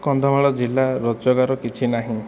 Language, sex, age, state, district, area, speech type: Odia, male, 45-60, Odisha, Kandhamal, rural, spontaneous